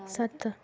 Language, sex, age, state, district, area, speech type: Dogri, female, 18-30, Jammu and Kashmir, Kathua, rural, read